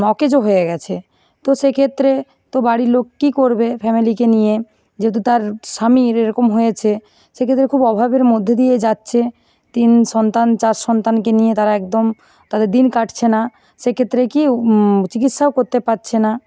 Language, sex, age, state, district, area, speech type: Bengali, female, 45-60, West Bengal, Nadia, rural, spontaneous